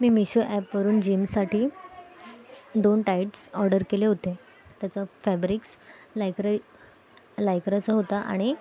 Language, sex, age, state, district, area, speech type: Marathi, female, 18-30, Maharashtra, Mumbai Suburban, urban, spontaneous